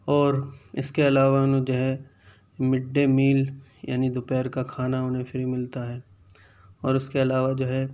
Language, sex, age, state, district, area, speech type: Urdu, male, 30-45, Delhi, Central Delhi, urban, spontaneous